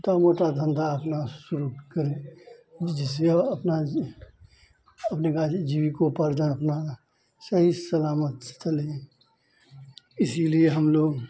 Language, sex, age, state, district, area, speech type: Hindi, male, 45-60, Bihar, Madhepura, rural, spontaneous